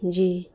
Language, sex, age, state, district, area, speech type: Urdu, female, 18-30, Bihar, Madhubani, rural, spontaneous